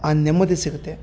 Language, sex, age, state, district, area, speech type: Kannada, male, 30-45, Karnataka, Bellary, rural, spontaneous